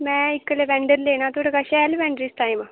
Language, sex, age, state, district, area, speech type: Dogri, female, 18-30, Jammu and Kashmir, Kathua, rural, conversation